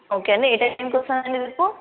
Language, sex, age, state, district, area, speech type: Telugu, female, 18-30, Telangana, Nizamabad, urban, conversation